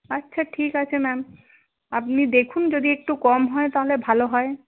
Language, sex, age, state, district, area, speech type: Bengali, female, 30-45, West Bengal, Paschim Bardhaman, urban, conversation